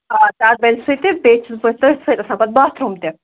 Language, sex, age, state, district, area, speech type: Kashmiri, female, 30-45, Jammu and Kashmir, Ganderbal, rural, conversation